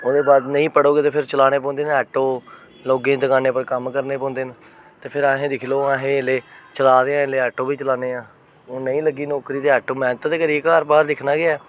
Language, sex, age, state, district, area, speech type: Dogri, male, 30-45, Jammu and Kashmir, Jammu, urban, spontaneous